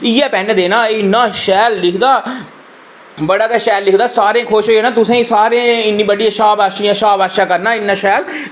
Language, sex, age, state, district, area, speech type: Dogri, male, 18-30, Jammu and Kashmir, Reasi, rural, spontaneous